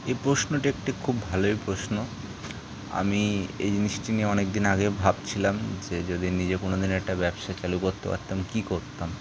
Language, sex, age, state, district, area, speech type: Bengali, male, 18-30, West Bengal, Kolkata, urban, spontaneous